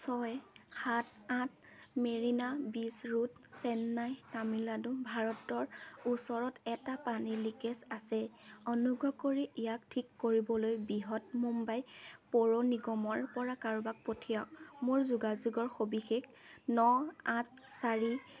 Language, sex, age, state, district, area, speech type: Assamese, female, 18-30, Assam, Majuli, urban, read